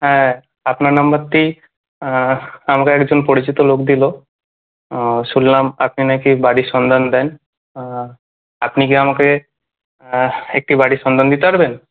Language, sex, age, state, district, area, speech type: Bengali, male, 18-30, West Bengal, Kolkata, urban, conversation